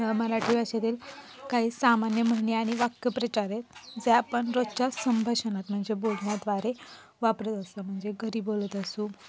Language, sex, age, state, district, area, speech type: Marathi, female, 18-30, Maharashtra, Satara, urban, spontaneous